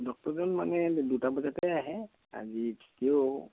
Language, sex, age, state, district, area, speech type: Assamese, male, 60+, Assam, Dibrugarh, rural, conversation